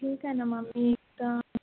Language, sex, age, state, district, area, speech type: Marathi, female, 30-45, Maharashtra, Nagpur, rural, conversation